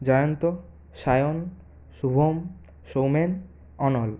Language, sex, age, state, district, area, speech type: Bengali, male, 30-45, West Bengal, Purulia, urban, spontaneous